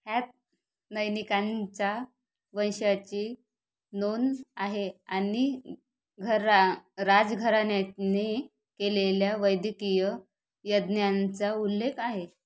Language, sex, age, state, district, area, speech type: Marathi, female, 30-45, Maharashtra, Wardha, rural, read